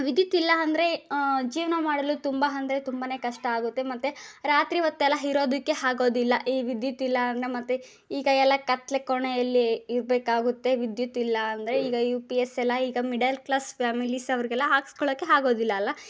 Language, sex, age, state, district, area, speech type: Kannada, female, 18-30, Karnataka, Davanagere, rural, spontaneous